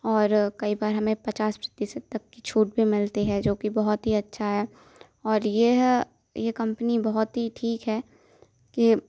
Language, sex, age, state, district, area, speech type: Hindi, female, 18-30, Madhya Pradesh, Hoshangabad, urban, spontaneous